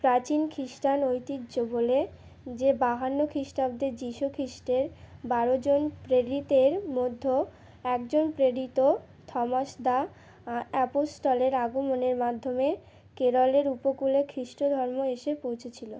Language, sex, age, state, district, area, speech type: Bengali, female, 18-30, West Bengal, Uttar Dinajpur, urban, read